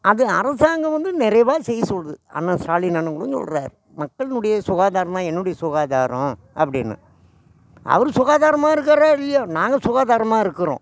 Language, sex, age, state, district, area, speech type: Tamil, male, 60+, Tamil Nadu, Tiruvannamalai, rural, spontaneous